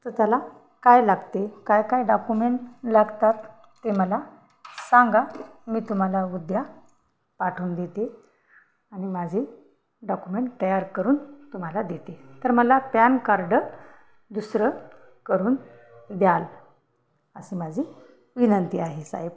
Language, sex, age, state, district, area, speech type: Marathi, female, 45-60, Maharashtra, Hingoli, urban, spontaneous